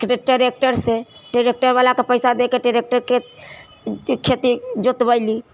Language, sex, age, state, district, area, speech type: Maithili, female, 45-60, Bihar, Sitamarhi, urban, spontaneous